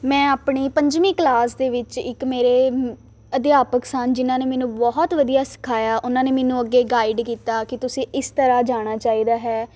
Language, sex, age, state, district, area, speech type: Punjabi, female, 18-30, Punjab, Ludhiana, urban, spontaneous